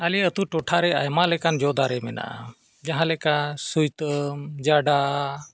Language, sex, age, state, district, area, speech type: Santali, male, 45-60, Jharkhand, Bokaro, rural, spontaneous